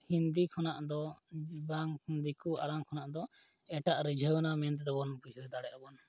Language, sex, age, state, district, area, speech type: Santali, male, 30-45, Jharkhand, East Singhbhum, rural, spontaneous